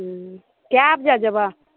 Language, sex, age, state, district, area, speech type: Maithili, female, 18-30, Bihar, Saharsa, rural, conversation